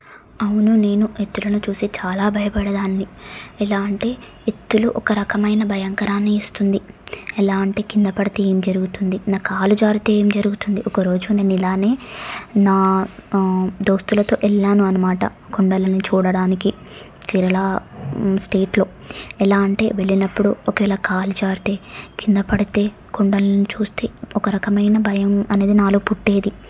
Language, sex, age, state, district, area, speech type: Telugu, female, 18-30, Telangana, Suryapet, urban, spontaneous